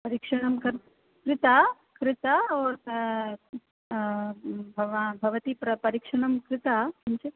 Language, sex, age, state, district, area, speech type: Sanskrit, female, 45-60, Rajasthan, Jaipur, rural, conversation